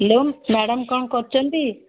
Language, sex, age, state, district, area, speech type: Odia, female, 60+, Odisha, Jharsuguda, rural, conversation